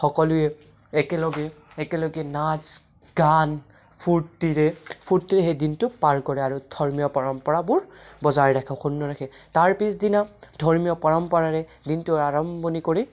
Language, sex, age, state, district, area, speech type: Assamese, male, 18-30, Assam, Barpeta, rural, spontaneous